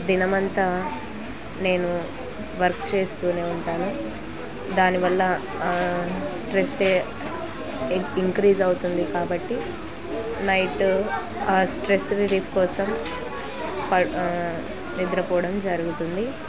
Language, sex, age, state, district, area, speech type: Telugu, female, 18-30, Andhra Pradesh, Kurnool, rural, spontaneous